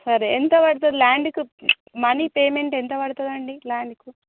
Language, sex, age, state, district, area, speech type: Telugu, female, 18-30, Telangana, Jangaon, rural, conversation